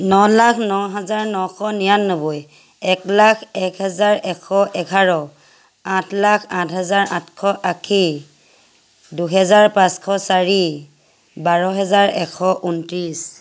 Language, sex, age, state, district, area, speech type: Assamese, female, 30-45, Assam, Lakhimpur, rural, spontaneous